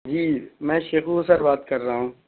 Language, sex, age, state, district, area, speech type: Urdu, male, 18-30, Uttar Pradesh, Shahjahanpur, urban, conversation